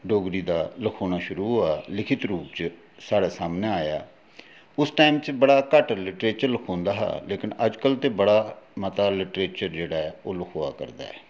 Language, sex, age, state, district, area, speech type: Dogri, male, 45-60, Jammu and Kashmir, Jammu, urban, spontaneous